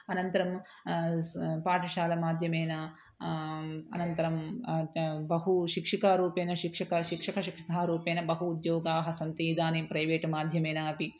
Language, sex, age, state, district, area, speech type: Sanskrit, female, 30-45, Telangana, Ranga Reddy, urban, spontaneous